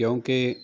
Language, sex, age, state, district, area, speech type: Punjabi, male, 30-45, Punjab, Jalandhar, urban, spontaneous